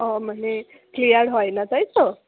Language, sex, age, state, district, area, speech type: Bengali, female, 60+, West Bengal, Purba Bardhaman, rural, conversation